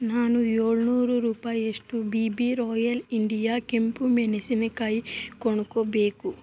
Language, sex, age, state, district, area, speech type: Kannada, female, 18-30, Karnataka, Bidar, urban, read